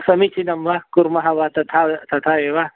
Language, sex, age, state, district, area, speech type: Sanskrit, male, 30-45, Karnataka, Shimoga, urban, conversation